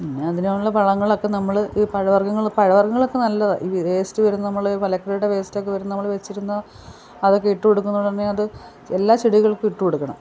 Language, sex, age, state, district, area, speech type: Malayalam, female, 45-60, Kerala, Kollam, rural, spontaneous